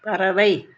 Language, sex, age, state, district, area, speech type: Tamil, female, 60+, Tamil Nadu, Thoothukudi, rural, read